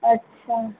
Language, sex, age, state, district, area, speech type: Hindi, female, 45-60, Uttar Pradesh, Ghazipur, rural, conversation